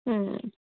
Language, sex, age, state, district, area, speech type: Kannada, female, 18-30, Karnataka, Dharwad, urban, conversation